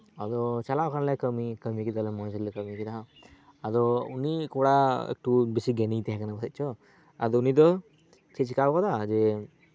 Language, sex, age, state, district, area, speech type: Santali, male, 18-30, West Bengal, Birbhum, rural, spontaneous